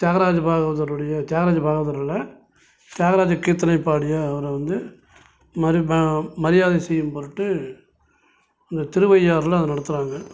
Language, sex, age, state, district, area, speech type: Tamil, male, 60+, Tamil Nadu, Salem, urban, spontaneous